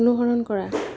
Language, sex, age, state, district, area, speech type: Assamese, female, 30-45, Assam, Morigaon, rural, read